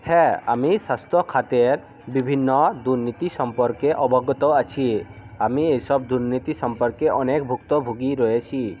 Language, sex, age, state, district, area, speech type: Bengali, male, 45-60, West Bengal, South 24 Parganas, rural, spontaneous